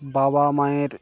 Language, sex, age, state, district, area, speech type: Bengali, male, 30-45, West Bengal, Birbhum, urban, spontaneous